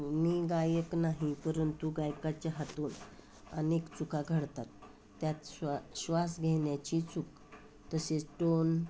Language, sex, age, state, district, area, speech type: Marathi, female, 60+, Maharashtra, Osmanabad, rural, spontaneous